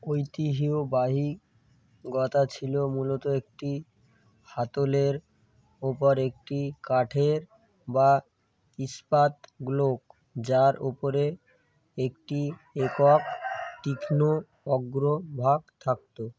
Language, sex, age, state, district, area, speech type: Bengali, male, 18-30, West Bengal, Birbhum, urban, read